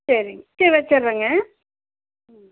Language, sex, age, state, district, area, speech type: Tamil, female, 45-60, Tamil Nadu, Namakkal, rural, conversation